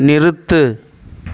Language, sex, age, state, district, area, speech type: Tamil, male, 45-60, Tamil Nadu, Tiruvannamalai, rural, read